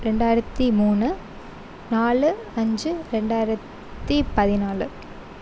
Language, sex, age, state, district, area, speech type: Tamil, female, 18-30, Tamil Nadu, Sivaganga, rural, spontaneous